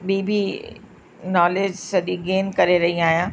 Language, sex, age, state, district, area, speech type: Sindhi, female, 60+, Uttar Pradesh, Lucknow, rural, spontaneous